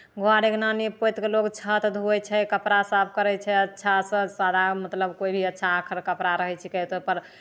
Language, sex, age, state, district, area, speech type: Maithili, female, 18-30, Bihar, Begusarai, rural, spontaneous